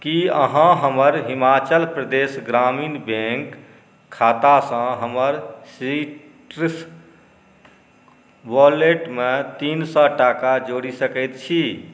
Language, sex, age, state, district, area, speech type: Maithili, male, 45-60, Bihar, Saharsa, urban, read